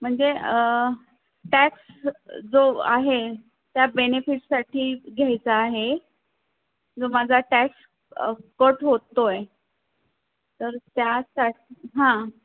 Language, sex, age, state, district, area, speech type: Marathi, female, 30-45, Maharashtra, Pune, urban, conversation